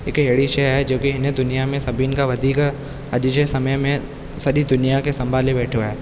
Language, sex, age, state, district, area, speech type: Sindhi, male, 18-30, Rajasthan, Ajmer, urban, spontaneous